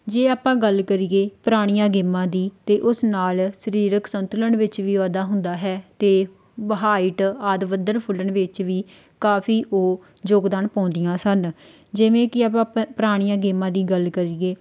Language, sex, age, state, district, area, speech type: Punjabi, female, 18-30, Punjab, Tarn Taran, rural, spontaneous